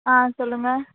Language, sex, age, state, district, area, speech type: Tamil, female, 45-60, Tamil Nadu, Cuddalore, rural, conversation